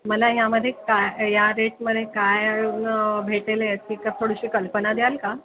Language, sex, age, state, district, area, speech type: Marathi, female, 45-60, Maharashtra, Nanded, urban, conversation